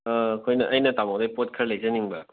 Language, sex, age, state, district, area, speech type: Manipuri, male, 18-30, Manipur, Bishnupur, rural, conversation